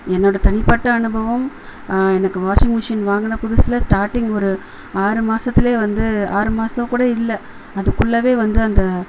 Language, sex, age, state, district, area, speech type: Tamil, female, 30-45, Tamil Nadu, Chennai, urban, spontaneous